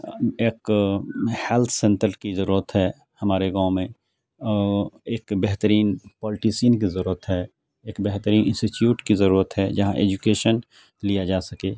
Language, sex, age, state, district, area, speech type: Urdu, male, 45-60, Bihar, Khagaria, rural, spontaneous